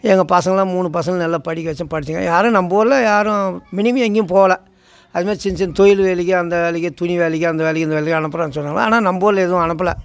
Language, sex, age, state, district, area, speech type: Tamil, male, 60+, Tamil Nadu, Tiruvannamalai, rural, spontaneous